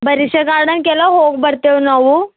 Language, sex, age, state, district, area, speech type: Kannada, female, 18-30, Karnataka, Bidar, urban, conversation